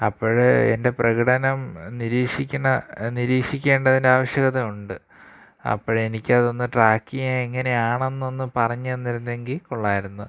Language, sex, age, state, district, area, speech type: Malayalam, male, 18-30, Kerala, Thiruvananthapuram, urban, spontaneous